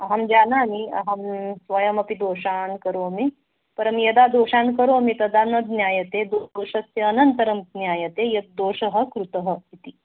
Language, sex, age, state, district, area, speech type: Sanskrit, female, 30-45, Karnataka, Bangalore Urban, urban, conversation